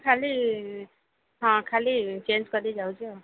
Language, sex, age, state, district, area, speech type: Odia, female, 30-45, Odisha, Jagatsinghpur, rural, conversation